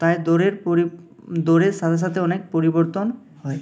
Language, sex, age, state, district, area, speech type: Bengali, male, 18-30, West Bengal, Uttar Dinajpur, urban, spontaneous